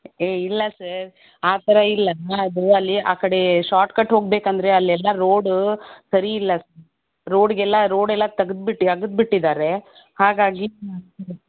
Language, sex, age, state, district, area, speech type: Kannada, female, 30-45, Karnataka, Davanagere, urban, conversation